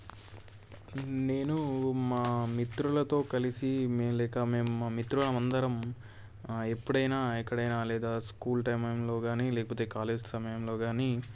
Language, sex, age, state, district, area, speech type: Telugu, male, 18-30, Telangana, Medak, rural, spontaneous